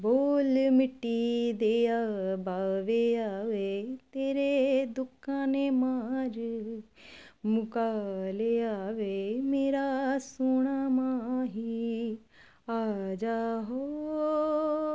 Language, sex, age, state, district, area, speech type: Punjabi, female, 30-45, Punjab, Kapurthala, urban, spontaneous